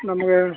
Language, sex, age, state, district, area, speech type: Kannada, male, 60+, Karnataka, Gadag, rural, conversation